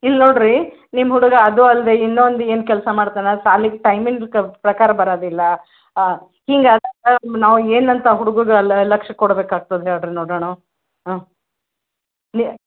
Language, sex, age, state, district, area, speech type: Kannada, female, 60+, Karnataka, Gulbarga, urban, conversation